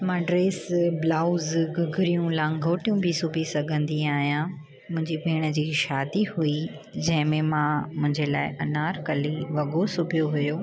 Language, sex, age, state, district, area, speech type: Sindhi, female, 30-45, Gujarat, Junagadh, urban, spontaneous